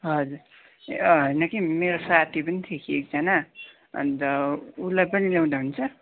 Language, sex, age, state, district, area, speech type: Nepali, male, 18-30, West Bengal, Darjeeling, rural, conversation